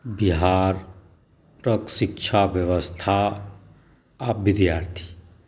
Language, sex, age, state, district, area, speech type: Maithili, male, 60+, Bihar, Saharsa, urban, spontaneous